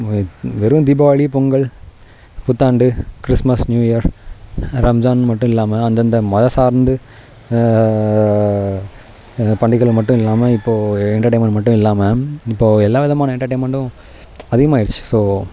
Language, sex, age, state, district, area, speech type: Tamil, male, 30-45, Tamil Nadu, Nagapattinam, rural, spontaneous